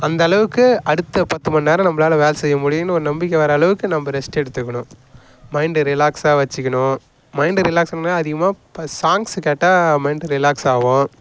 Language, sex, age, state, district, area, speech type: Tamil, male, 18-30, Tamil Nadu, Kallakurichi, rural, spontaneous